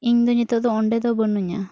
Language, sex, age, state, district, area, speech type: Santali, female, 18-30, Jharkhand, Pakur, rural, spontaneous